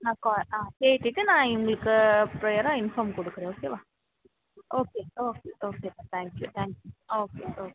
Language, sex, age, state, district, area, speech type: Tamil, female, 18-30, Tamil Nadu, Tirunelveli, rural, conversation